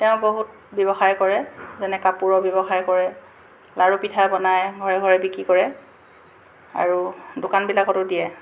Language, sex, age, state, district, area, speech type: Assamese, female, 45-60, Assam, Jorhat, urban, spontaneous